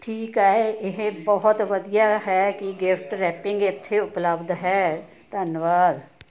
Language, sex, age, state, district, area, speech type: Punjabi, female, 60+, Punjab, Ludhiana, rural, read